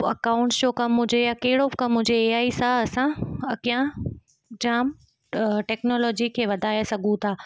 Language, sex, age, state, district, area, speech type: Sindhi, female, 18-30, Gujarat, Kutch, urban, spontaneous